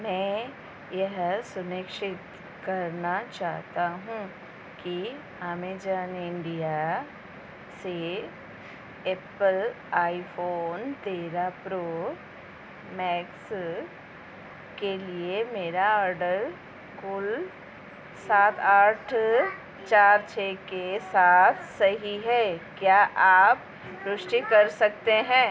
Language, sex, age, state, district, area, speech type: Hindi, female, 30-45, Madhya Pradesh, Seoni, urban, read